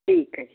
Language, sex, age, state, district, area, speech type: Punjabi, female, 60+, Punjab, Barnala, rural, conversation